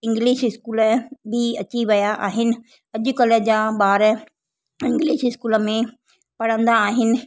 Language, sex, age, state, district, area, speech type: Sindhi, female, 45-60, Maharashtra, Thane, urban, spontaneous